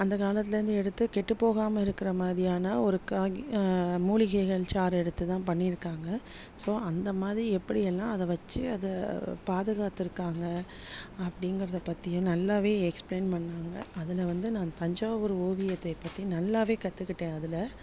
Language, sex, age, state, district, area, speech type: Tamil, female, 30-45, Tamil Nadu, Chennai, urban, spontaneous